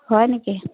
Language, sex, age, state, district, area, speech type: Assamese, female, 30-45, Assam, Biswanath, rural, conversation